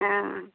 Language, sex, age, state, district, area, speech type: Maithili, female, 45-60, Bihar, Madhubani, rural, conversation